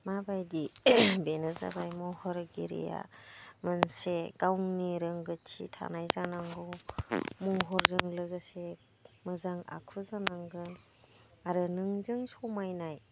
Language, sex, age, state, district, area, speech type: Bodo, female, 45-60, Assam, Udalguri, rural, spontaneous